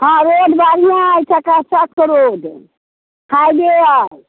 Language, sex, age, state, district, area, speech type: Maithili, female, 60+, Bihar, Muzaffarpur, urban, conversation